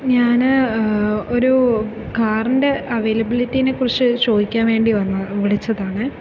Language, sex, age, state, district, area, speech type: Malayalam, female, 18-30, Kerala, Thiruvananthapuram, urban, spontaneous